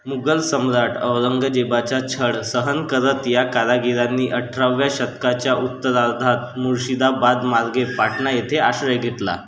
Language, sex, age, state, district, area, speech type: Marathi, male, 30-45, Maharashtra, Nagpur, urban, read